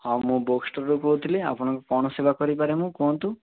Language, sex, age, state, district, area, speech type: Odia, male, 18-30, Odisha, Malkangiri, urban, conversation